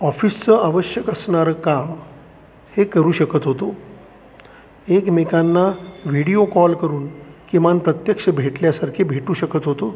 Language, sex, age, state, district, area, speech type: Marathi, male, 45-60, Maharashtra, Satara, rural, spontaneous